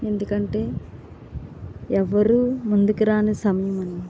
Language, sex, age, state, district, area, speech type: Telugu, female, 60+, Andhra Pradesh, East Godavari, rural, spontaneous